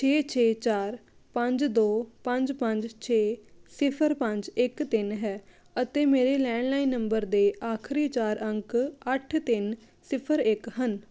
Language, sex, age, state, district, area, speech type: Punjabi, female, 30-45, Punjab, Jalandhar, urban, read